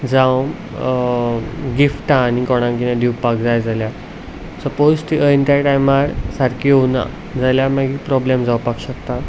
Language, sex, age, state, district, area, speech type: Goan Konkani, male, 18-30, Goa, Ponda, urban, spontaneous